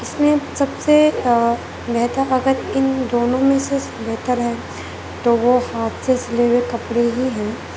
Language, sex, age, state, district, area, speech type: Urdu, female, 18-30, Uttar Pradesh, Gautam Buddha Nagar, rural, spontaneous